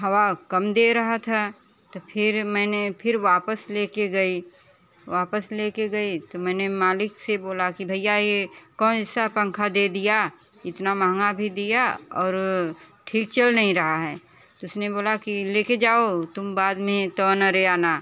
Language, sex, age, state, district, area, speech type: Hindi, female, 30-45, Uttar Pradesh, Bhadohi, rural, spontaneous